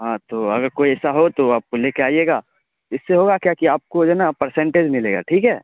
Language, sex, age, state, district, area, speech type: Urdu, male, 18-30, Bihar, Saharsa, urban, conversation